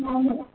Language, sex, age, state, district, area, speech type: Gujarati, female, 30-45, Gujarat, Morbi, urban, conversation